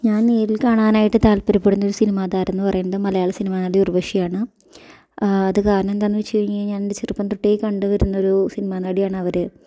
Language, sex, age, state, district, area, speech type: Malayalam, female, 30-45, Kerala, Thrissur, urban, spontaneous